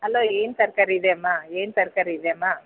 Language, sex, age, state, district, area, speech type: Kannada, female, 45-60, Karnataka, Bellary, rural, conversation